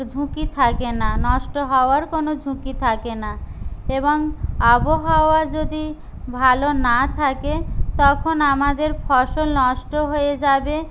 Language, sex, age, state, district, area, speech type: Bengali, other, 45-60, West Bengal, Jhargram, rural, spontaneous